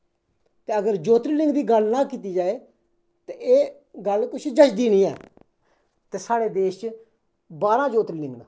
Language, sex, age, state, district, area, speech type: Dogri, male, 30-45, Jammu and Kashmir, Kathua, rural, spontaneous